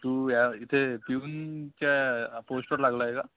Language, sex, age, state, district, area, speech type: Marathi, male, 18-30, Maharashtra, Nagpur, rural, conversation